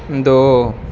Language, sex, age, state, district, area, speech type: Hindi, male, 18-30, Uttar Pradesh, Mau, rural, read